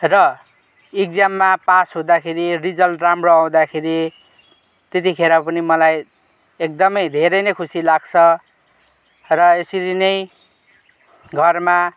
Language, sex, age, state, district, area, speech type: Nepali, male, 18-30, West Bengal, Kalimpong, rural, spontaneous